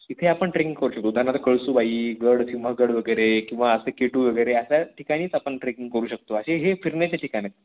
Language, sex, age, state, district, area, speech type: Marathi, male, 18-30, Maharashtra, Pune, urban, conversation